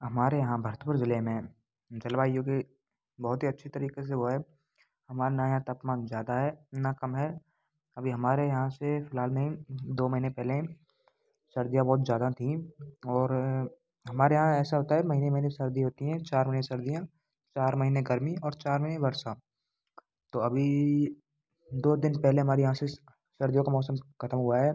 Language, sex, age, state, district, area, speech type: Hindi, male, 18-30, Rajasthan, Bharatpur, rural, spontaneous